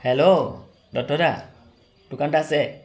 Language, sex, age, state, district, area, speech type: Assamese, male, 30-45, Assam, Charaideo, urban, spontaneous